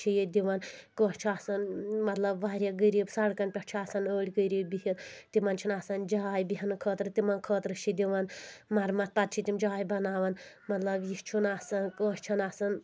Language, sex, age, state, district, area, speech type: Kashmiri, female, 30-45, Jammu and Kashmir, Anantnag, rural, spontaneous